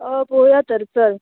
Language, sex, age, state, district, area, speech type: Goan Konkani, female, 18-30, Goa, Murmgao, urban, conversation